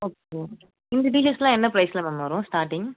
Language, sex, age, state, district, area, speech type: Tamil, female, 30-45, Tamil Nadu, Chennai, urban, conversation